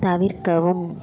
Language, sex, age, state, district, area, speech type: Tamil, female, 18-30, Tamil Nadu, Dharmapuri, rural, read